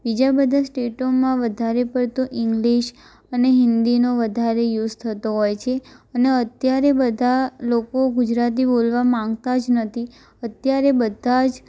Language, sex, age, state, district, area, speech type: Gujarati, female, 18-30, Gujarat, Anand, rural, spontaneous